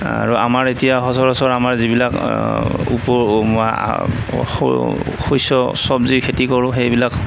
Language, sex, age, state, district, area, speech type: Assamese, male, 45-60, Assam, Darrang, rural, spontaneous